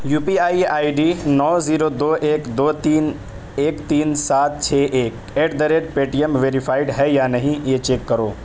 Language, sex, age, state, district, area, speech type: Urdu, male, 18-30, Uttar Pradesh, Saharanpur, urban, read